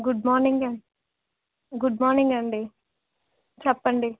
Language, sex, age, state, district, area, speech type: Telugu, female, 18-30, Andhra Pradesh, Anakapalli, urban, conversation